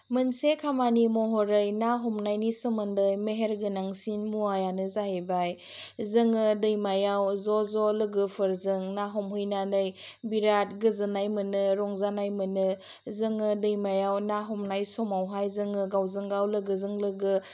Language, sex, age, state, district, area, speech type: Bodo, female, 30-45, Assam, Chirang, rural, spontaneous